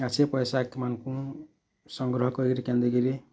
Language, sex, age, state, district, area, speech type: Odia, male, 45-60, Odisha, Bargarh, urban, spontaneous